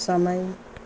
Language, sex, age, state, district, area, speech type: Nepali, female, 60+, West Bengal, Jalpaiguri, rural, read